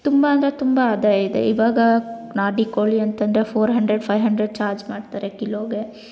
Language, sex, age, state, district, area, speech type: Kannada, female, 18-30, Karnataka, Bangalore Rural, rural, spontaneous